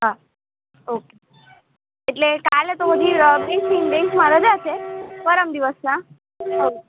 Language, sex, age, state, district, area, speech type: Gujarati, female, 30-45, Gujarat, Morbi, rural, conversation